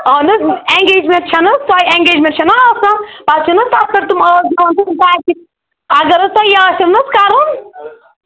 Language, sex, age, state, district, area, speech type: Kashmiri, female, 18-30, Jammu and Kashmir, Ganderbal, rural, conversation